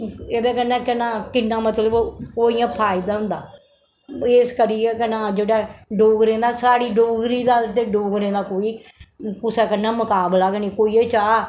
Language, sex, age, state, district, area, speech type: Dogri, female, 60+, Jammu and Kashmir, Reasi, urban, spontaneous